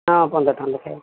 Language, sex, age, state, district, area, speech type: Odia, female, 45-60, Odisha, Sundergarh, rural, conversation